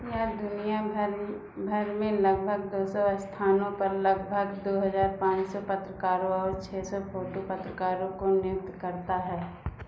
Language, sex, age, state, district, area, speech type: Hindi, female, 45-60, Uttar Pradesh, Ayodhya, rural, read